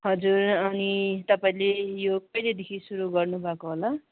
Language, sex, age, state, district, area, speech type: Nepali, female, 30-45, West Bengal, Kalimpong, rural, conversation